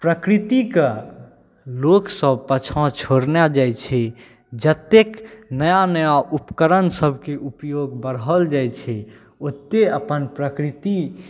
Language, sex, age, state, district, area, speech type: Maithili, male, 18-30, Bihar, Saharsa, rural, spontaneous